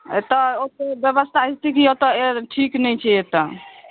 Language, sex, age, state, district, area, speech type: Maithili, female, 30-45, Bihar, Darbhanga, urban, conversation